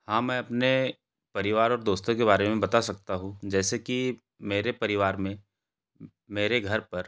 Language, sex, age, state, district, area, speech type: Hindi, male, 30-45, Madhya Pradesh, Betul, rural, spontaneous